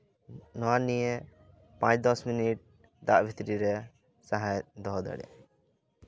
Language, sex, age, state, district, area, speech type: Santali, male, 18-30, West Bengal, Purba Bardhaman, rural, spontaneous